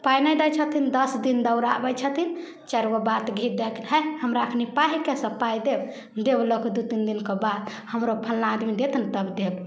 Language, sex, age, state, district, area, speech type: Maithili, female, 18-30, Bihar, Samastipur, rural, spontaneous